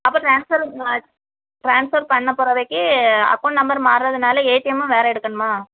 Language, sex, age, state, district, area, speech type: Tamil, female, 30-45, Tamil Nadu, Kanyakumari, urban, conversation